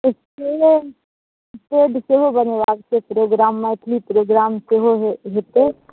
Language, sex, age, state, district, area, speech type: Maithili, female, 18-30, Bihar, Madhubani, rural, conversation